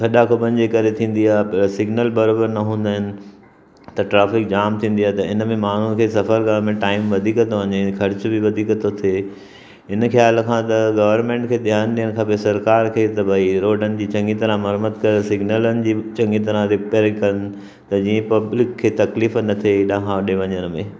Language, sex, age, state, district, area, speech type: Sindhi, male, 60+, Maharashtra, Mumbai Suburban, urban, spontaneous